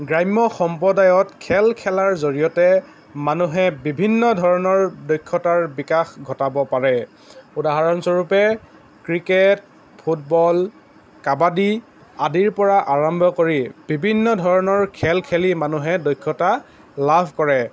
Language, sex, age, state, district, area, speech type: Assamese, male, 18-30, Assam, Lakhimpur, rural, spontaneous